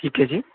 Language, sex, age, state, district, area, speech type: Punjabi, male, 30-45, Punjab, Bathinda, urban, conversation